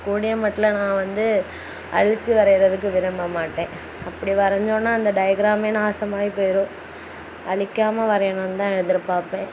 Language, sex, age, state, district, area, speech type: Tamil, female, 18-30, Tamil Nadu, Kanyakumari, rural, spontaneous